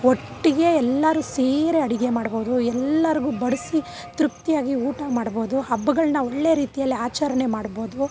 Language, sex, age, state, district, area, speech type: Kannada, female, 30-45, Karnataka, Bangalore Urban, urban, spontaneous